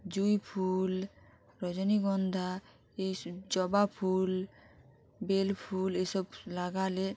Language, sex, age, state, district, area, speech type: Bengali, female, 30-45, West Bengal, Jalpaiguri, rural, spontaneous